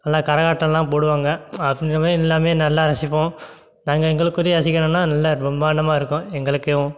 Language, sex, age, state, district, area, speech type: Tamil, male, 18-30, Tamil Nadu, Sivaganga, rural, spontaneous